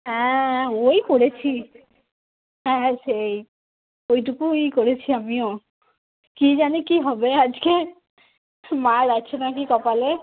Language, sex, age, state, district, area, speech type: Bengali, female, 30-45, West Bengal, Cooch Behar, rural, conversation